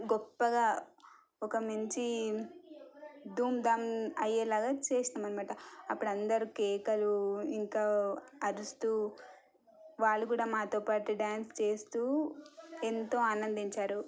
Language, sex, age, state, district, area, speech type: Telugu, female, 18-30, Telangana, Suryapet, urban, spontaneous